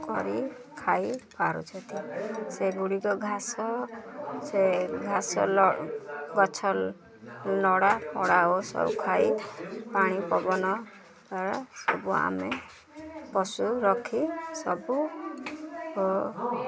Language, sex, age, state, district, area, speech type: Odia, female, 30-45, Odisha, Ganjam, urban, spontaneous